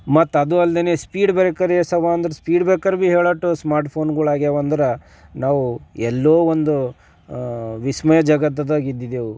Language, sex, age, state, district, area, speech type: Kannada, male, 45-60, Karnataka, Bidar, urban, spontaneous